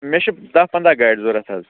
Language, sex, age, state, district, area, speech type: Kashmiri, male, 18-30, Jammu and Kashmir, Budgam, rural, conversation